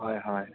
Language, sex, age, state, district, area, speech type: Assamese, male, 30-45, Assam, Goalpara, urban, conversation